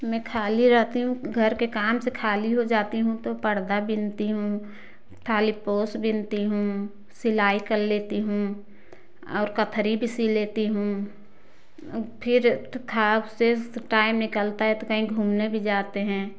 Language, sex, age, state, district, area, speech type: Hindi, female, 45-60, Uttar Pradesh, Prayagraj, rural, spontaneous